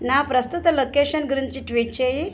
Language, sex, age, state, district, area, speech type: Telugu, female, 60+, Andhra Pradesh, West Godavari, rural, read